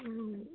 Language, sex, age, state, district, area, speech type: Assamese, female, 45-60, Assam, Majuli, urban, conversation